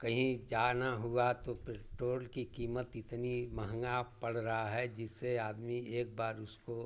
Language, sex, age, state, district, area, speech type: Hindi, male, 60+, Uttar Pradesh, Chandauli, rural, spontaneous